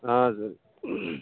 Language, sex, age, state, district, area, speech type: Tamil, male, 60+, Tamil Nadu, Pudukkottai, rural, conversation